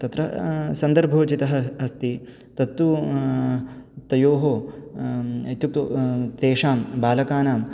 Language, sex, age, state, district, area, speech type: Sanskrit, male, 18-30, Karnataka, Bangalore Urban, urban, spontaneous